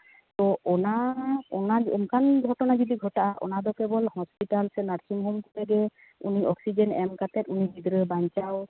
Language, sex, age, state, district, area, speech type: Santali, female, 45-60, West Bengal, Paschim Bardhaman, urban, conversation